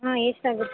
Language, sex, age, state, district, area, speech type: Kannada, female, 18-30, Karnataka, Gadag, rural, conversation